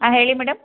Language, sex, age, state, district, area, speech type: Kannada, female, 30-45, Karnataka, Hassan, rural, conversation